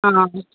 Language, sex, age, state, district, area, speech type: Odia, female, 45-60, Odisha, Gajapati, rural, conversation